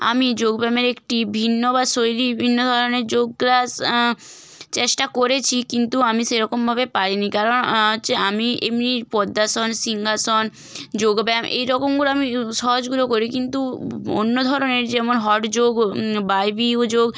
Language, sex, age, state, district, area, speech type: Bengali, female, 18-30, West Bengal, Hooghly, urban, spontaneous